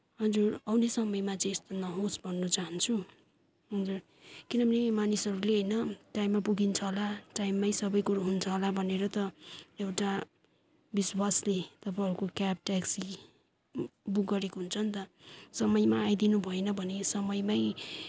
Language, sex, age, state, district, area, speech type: Nepali, female, 30-45, West Bengal, Kalimpong, rural, spontaneous